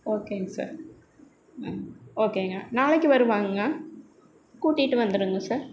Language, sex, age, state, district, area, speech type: Tamil, female, 45-60, Tamil Nadu, Erode, rural, spontaneous